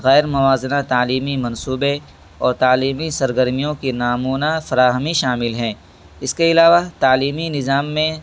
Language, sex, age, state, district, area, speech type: Urdu, male, 18-30, Delhi, East Delhi, urban, spontaneous